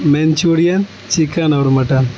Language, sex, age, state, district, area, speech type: Urdu, male, 18-30, Bihar, Supaul, rural, spontaneous